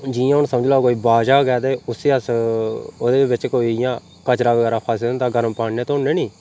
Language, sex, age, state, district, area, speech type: Dogri, male, 30-45, Jammu and Kashmir, Reasi, rural, spontaneous